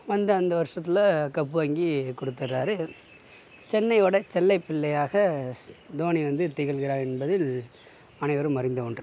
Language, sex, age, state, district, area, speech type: Tamil, male, 60+, Tamil Nadu, Mayiladuthurai, rural, spontaneous